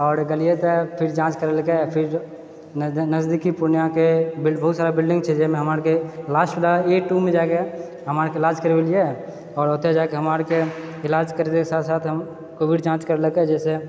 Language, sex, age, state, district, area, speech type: Maithili, male, 30-45, Bihar, Purnia, rural, spontaneous